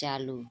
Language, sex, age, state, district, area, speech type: Hindi, female, 30-45, Uttar Pradesh, Ghazipur, rural, read